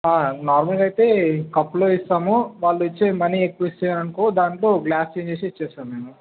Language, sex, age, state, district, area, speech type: Telugu, male, 18-30, Telangana, Medchal, urban, conversation